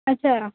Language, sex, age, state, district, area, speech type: Bengali, female, 30-45, West Bengal, Cooch Behar, rural, conversation